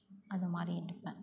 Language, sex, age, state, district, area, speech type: Tamil, female, 18-30, Tamil Nadu, Thanjavur, rural, spontaneous